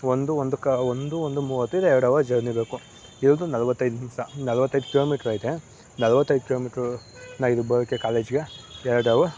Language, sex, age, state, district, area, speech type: Kannada, male, 18-30, Karnataka, Mandya, rural, spontaneous